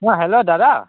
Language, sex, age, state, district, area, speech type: Assamese, male, 30-45, Assam, Dhemaji, rural, conversation